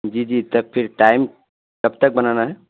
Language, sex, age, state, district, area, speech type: Urdu, male, 18-30, Bihar, Purnia, rural, conversation